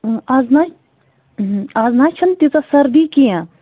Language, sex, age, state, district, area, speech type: Kashmiri, female, 30-45, Jammu and Kashmir, Bandipora, rural, conversation